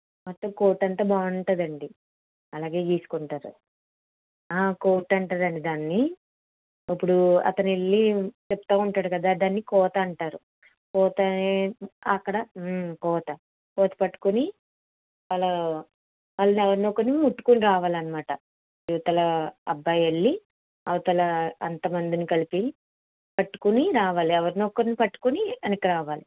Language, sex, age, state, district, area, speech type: Telugu, female, 18-30, Andhra Pradesh, Eluru, rural, conversation